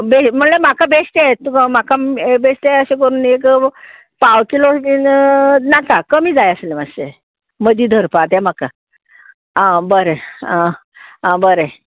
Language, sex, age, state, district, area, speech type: Goan Konkani, female, 45-60, Goa, Murmgao, rural, conversation